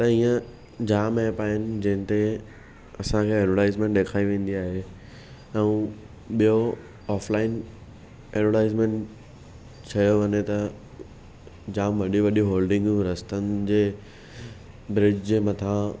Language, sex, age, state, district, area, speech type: Sindhi, male, 18-30, Maharashtra, Thane, urban, spontaneous